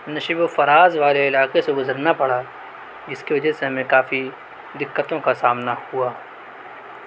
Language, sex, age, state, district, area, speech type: Urdu, male, 18-30, Delhi, South Delhi, urban, spontaneous